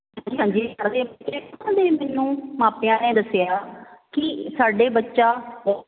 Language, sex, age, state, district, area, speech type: Punjabi, female, 45-60, Punjab, Jalandhar, rural, conversation